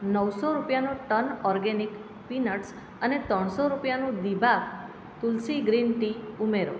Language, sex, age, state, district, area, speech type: Gujarati, female, 30-45, Gujarat, Surat, urban, read